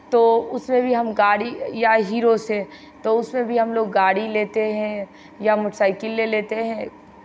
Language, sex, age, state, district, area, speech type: Hindi, female, 45-60, Bihar, Begusarai, rural, spontaneous